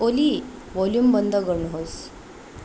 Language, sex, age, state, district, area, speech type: Nepali, female, 18-30, West Bengal, Darjeeling, rural, read